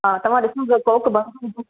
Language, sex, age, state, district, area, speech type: Sindhi, female, 45-60, Gujarat, Surat, urban, conversation